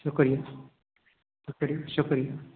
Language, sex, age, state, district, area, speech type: Sindhi, female, 60+, Maharashtra, Thane, urban, conversation